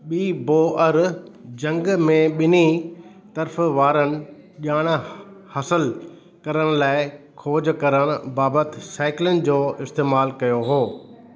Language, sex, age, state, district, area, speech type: Sindhi, male, 60+, Delhi, South Delhi, urban, read